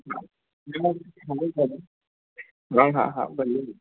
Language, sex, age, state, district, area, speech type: Sindhi, male, 18-30, Rajasthan, Ajmer, urban, conversation